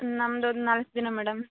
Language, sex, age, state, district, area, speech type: Kannada, female, 30-45, Karnataka, Uttara Kannada, rural, conversation